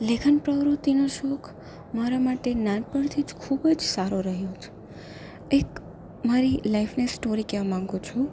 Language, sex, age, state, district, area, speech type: Gujarati, female, 18-30, Gujarat, Junagadh, urban, spontaneous